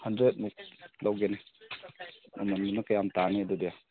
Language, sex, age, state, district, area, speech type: Manipuri, male, 45-60, Manipur, Kangpokpi, urban, conversation